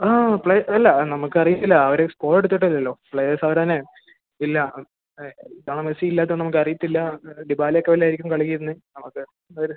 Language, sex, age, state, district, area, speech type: Malayalam, male, 18-30, Kerala, Idukki, rural, conversation